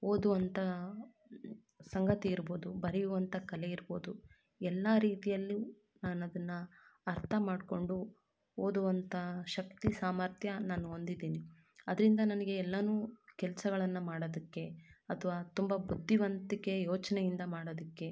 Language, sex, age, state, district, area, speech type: Kannada, female, 18-30, Karnataka, Chitradurga, rural, spontaneous